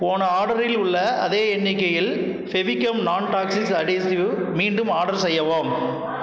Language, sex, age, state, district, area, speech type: Tamil, male, 60+, Tamil Nadu, Mayiladuthurai, urban, read